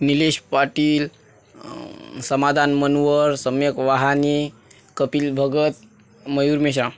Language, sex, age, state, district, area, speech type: Marathi, male, 18-30, Maharashtra, Washim, urban, spontaneous